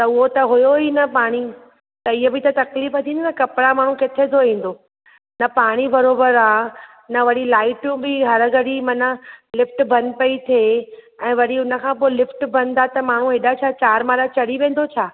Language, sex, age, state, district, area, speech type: Sindhi, female, 45-60, Maharashtra, Thane, urban, conversation